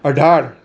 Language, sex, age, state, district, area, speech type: Gujarati, male, 60+, Gujarat, Surat, urban, spontaneous